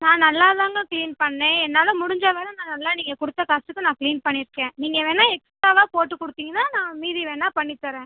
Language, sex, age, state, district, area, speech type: Tamil, female, 18-30, Tamil Nadu, Tiruchirappalli, rural, conversation